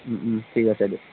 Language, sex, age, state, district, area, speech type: Assamese, male, 45-60, Assam, Darrang, rural, conversation